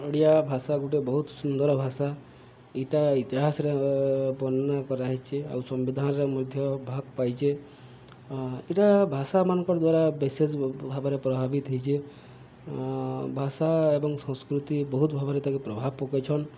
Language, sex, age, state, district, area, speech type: Odia, male, 45-60, Odisha, Subarnapur, urban, spontaneous